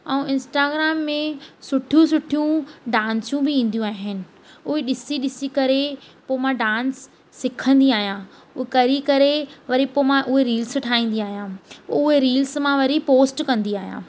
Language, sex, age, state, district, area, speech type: Sindhi, female, 18-30, Madhya Pradesh, Katni, urban, spontaneous